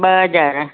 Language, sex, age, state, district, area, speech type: Sindhi, female, 60+, Delhi, South Delhi, urban, conversation